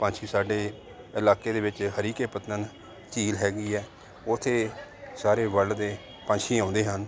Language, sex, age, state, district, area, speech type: Punjabi, male, 45-60, Punjab, Jalandhar, urban, spontaneous